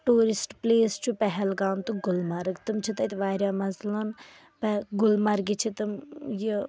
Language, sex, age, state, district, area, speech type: Kashmiri, female, 18-30, Jammu and Kashmir, Anantnag, rural, spontaneous